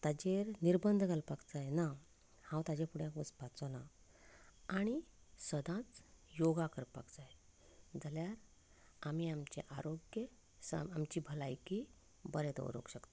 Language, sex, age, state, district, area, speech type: Goan Konkani, female, 45-60, Goa, Canacona, rural, spontaneous